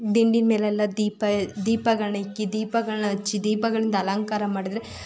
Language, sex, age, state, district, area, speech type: Kannada, female, 30-45, Karnataka, Tumkur, rural, spontaneous